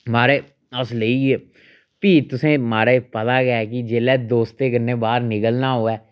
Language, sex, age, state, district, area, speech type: Dogri, male, 30-45, Jammu and Kashmir, Reasi, rural, spontaneous